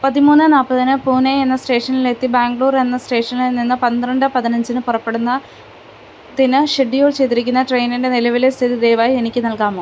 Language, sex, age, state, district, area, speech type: Malayalam, female, 30-45, Kerala, Idukki, rural, read